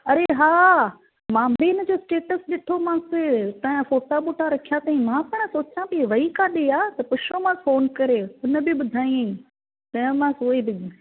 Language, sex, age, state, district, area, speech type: Sindhi, female, 45-60, Maharashtra, Thane, urban, conversation